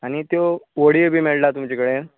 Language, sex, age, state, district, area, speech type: Goan Konkani, male, 30-45, Goa, Canacona, rural, conversation